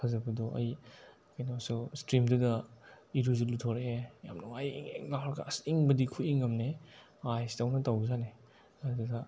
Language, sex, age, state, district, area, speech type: Manipuri, male, 18-30, Manipur, Bishnupur, rural, spontaneous